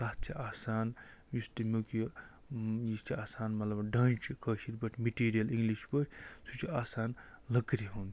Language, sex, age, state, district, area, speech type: Kashmiri, male, 45-60, Jammu and Kashmir, Budgam, rural, spontaneous